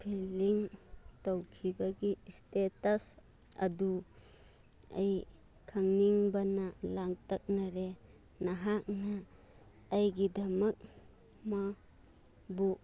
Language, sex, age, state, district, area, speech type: Manipuri, female, 30-45, Manipur, Churachandpur, rural, read